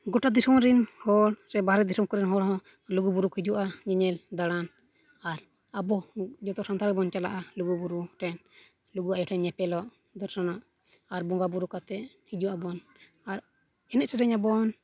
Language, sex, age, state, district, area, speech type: Santali, male, 18-30, Jharkhand, East Singhbhum, rural, spontaneous